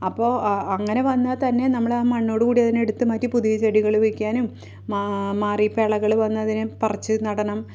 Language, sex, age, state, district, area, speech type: Malayalam, female, 30-45, Kerala, Thrissur, urban, spontaneous